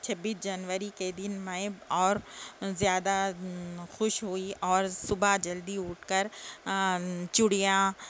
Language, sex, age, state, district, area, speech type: Urdu, female, 60+, Telangana, Hyderabad, urban, spontaneous